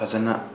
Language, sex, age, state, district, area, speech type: Manipuri, male, 18-30, Manipur, Tengnoupal, rural, spontaneous